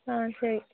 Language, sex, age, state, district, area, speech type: Kannada, female, 18-30, Karnataka, Chikkaballapur, rural, conversation